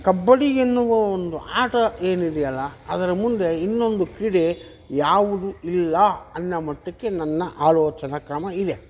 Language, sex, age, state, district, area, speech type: Kannada, male, 60+, Karnataka, Vijayanagara, rural, spontaneous